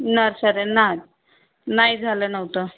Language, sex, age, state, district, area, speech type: Marathi, female, 30-45, Maharashtra, Yavatmal, rural, conversation